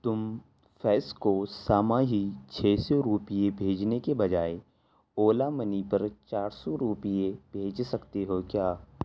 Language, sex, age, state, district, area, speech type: Urdu, male, 18-30, Delhi, East Delhi, urban, read